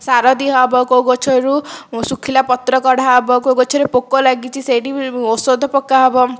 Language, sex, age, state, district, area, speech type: Odia, female, 30-45, Odisha, Dhenkanal, rural, spontaneous